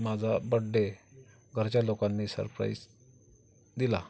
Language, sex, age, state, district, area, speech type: Marathi, male, 45-60, Maharashtra, Amravati, rural, spontaneous